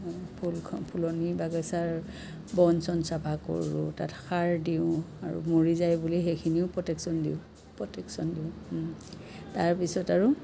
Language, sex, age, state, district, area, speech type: Assamese, female, 45-60, Assam, Biswanath, rural, spontaneous